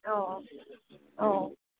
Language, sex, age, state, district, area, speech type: Assamese, female, 18-30, Assam, Lakhimpur, rural, conversation